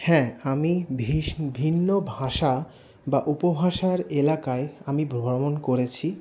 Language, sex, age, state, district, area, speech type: Bengali, male, 18-30, West Bengal, Paschim Bardhaman, urban, spontaneous